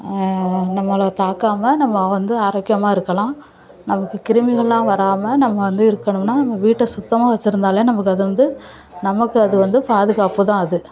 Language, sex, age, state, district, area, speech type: Tamil, female, 30-45, Tamil Nadu, Nagapattinam, urban, spontaneous